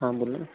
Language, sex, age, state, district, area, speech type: Hindi, male, 30-45, Madhya Pradesh, Hoshangabad, rural, conversation